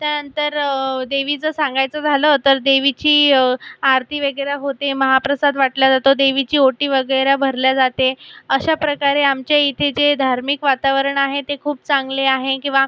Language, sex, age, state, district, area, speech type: Marathi, female, 18-30, Maharashtra, Buldhana, rural, spontaneous